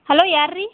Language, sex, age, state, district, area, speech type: Kannada, female, 18-30, Karnataka, Yadgir, urban, conversation